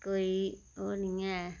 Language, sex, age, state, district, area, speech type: Dogri, female, 30-45, Jammu and Kashmir, Reasi, rural, spontaneous